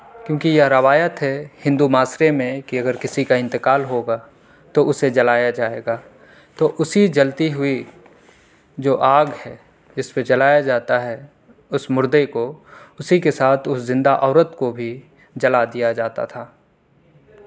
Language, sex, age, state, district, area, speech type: Urdu, male, 18-30, Delhi, South Delhi, urban, spontaneous